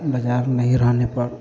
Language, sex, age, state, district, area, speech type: Hindi, male, 45-60, Bihar, Vaishali, urban, spontaneous